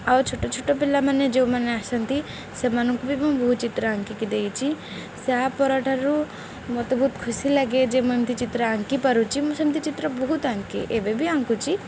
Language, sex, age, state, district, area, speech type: Odia, female, 18-30, Odisha, Jagatsinghpur, urban, spontaneous